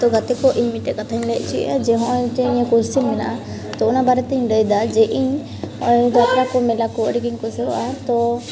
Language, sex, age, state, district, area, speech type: Santali, female, 18-30, West Bengal, Malda, rural, spontaneous